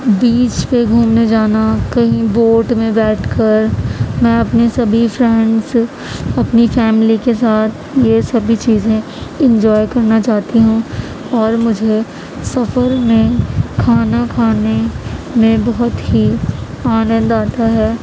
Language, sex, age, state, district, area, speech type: Urdu, female, 18-30, Uttar Pradesh, Gautam Buddha Nagar, rural, spontaneous